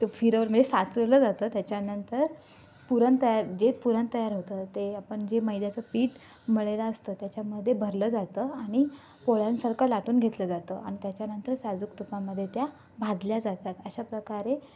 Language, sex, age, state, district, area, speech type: Marathi, female, 18-30, Maharashtra, Raigad, rural, spontaneous